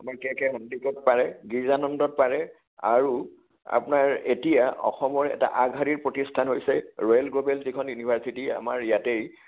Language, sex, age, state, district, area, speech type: Assamese, male, 60+, Assam, Kamrup Metropolitan, urban, conversation